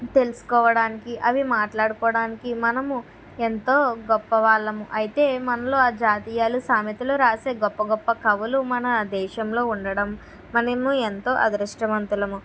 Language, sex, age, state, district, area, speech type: Telugu, female, 30-45, Andhra Pradesh, Kakinada, urban, spontaneous